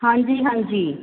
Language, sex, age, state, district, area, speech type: Punjabi, female, 45-60, Punjab, Jalandhar, rural, conversation